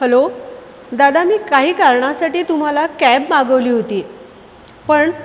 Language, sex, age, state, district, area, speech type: Marathi, female, 45-60, Maharashtra, Buldhana, urban, spontaneous